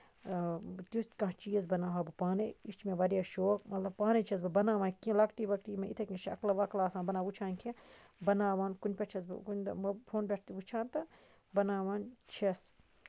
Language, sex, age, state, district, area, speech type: Kashmiri, female, 30-45, Jammu and Kashmir, Baramulla, rural, spontaneous